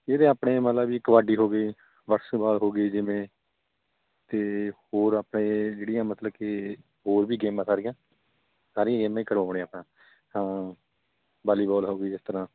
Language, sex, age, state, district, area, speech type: Punjabi, male, 30-45, Punjab, Bathinda, rural, conversation